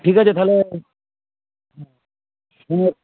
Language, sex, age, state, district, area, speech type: Bengali, male, 18-30, West Bengal, Nadia, rural, conversation